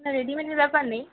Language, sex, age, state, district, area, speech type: Bengali, female, 18-30, West Bengal, North 24 Parganas, rural, conversation